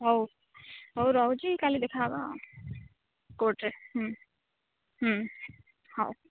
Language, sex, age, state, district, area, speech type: Odia, female, 18-30, Odisha, Jagatsinghpur, rural, conversation